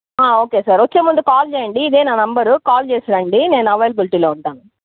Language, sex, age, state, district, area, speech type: Telugu, other, 30-45, Andhra Pradesh, Chittoor, rural, conversation